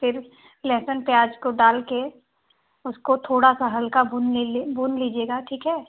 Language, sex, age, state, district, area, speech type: Hindi, female, 18-30, Uttar Pradesh, Ghazipur, urban, conversation